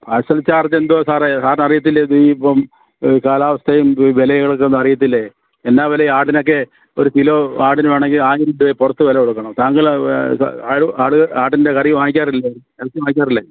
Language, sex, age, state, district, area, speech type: Malayalam, male, 60+, Kerala, Kollam, rural, conversation